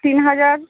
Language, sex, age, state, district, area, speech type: Bengali, female, 18-30, West Bengal, Uttar Dinajpur, urban, conversation